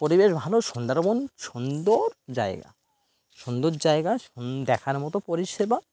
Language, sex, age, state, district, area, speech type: Bengali, male, 45-60, West Bengal, Birbhum, urban, spontaneous